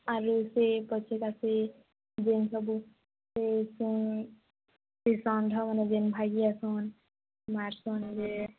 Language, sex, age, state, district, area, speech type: Odia, female, 18-30, Odisha, Nuapada, urban, conversation